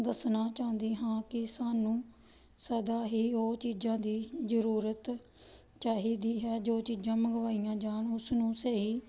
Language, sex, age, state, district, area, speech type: Punjabi, female, 30-45, Punjab, Pathankot, rural, spontaneous